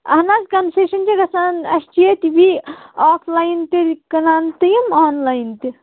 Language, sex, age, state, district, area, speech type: Kashmiri, female, 18-30, Jammu and Kashmir, Pulwama, rural, conversation